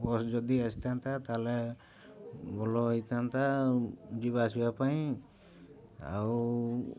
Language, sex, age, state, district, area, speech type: Odia, male, 30-45, Odisha, Mayurbhanj, rural, spontaneous